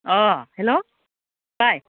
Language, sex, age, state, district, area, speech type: Bodo, female, 45-60, Assam, Udalguri, rural, conversation